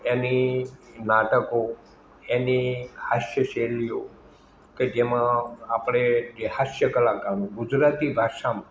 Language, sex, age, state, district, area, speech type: Gujarati, male, 60+, Gujarat, Morbi, rural, spontaneous